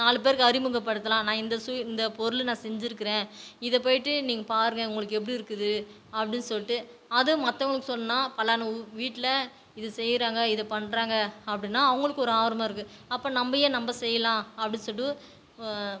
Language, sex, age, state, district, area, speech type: Tamil, female, 30-45, Tamil Nadu, Tiruvannamalai, rural, spontaneous